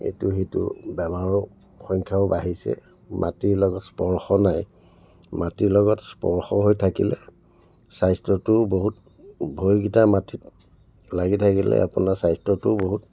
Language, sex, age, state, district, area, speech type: Assamese, male, 60+, Assam, Tinsukia, rural, spontaneous